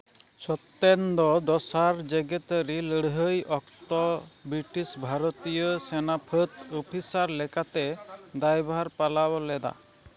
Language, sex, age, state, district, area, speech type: Santali, male, 30-45, West Bengal, Malda, rural, read